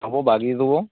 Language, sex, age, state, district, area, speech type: Bengali, male, 18-30, West Bengal, Uttar Dinajpur, rural, conversation